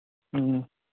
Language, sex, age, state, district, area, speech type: Manipuri, male, 30-45, Manipur, Thoubal, rural, conversation